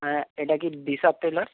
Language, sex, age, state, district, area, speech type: Bengali, male, 45-60, West Bengal, Paschim Medinipur, rural, conversation